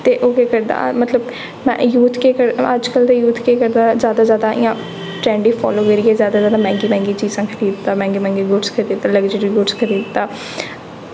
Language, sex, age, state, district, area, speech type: Dogri, female, 18-30, Jammu and Kashmir, Jammu, urban, spontaneous